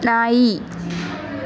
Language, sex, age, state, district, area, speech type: Kannada, female, 18-30, Karnataka, Bangalore Urban, urban, read